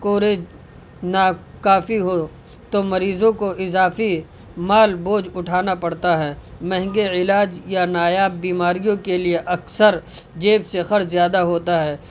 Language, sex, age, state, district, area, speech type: Urdu, male, 18-30, Uttar Pradesh, Saharanpur, urban, spontaneous